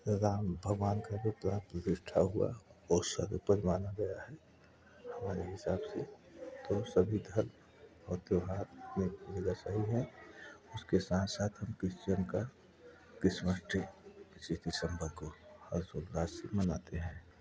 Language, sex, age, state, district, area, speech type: Hindi, male, 45-60, Uttar Pradesh, Prayagraj, rural, spontaneous